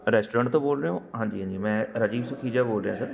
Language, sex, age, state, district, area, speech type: Punjabi, male, 45-60, Punjab, Patiala, urban, spontaneous